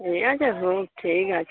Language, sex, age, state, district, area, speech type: Bengali, female, 45-60, West Bengal, Darjeeling, urban, conversation